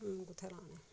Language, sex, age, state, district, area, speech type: Dogri, female, 45-60, Jammu and Kashmir, Reasi, rural, spontaneous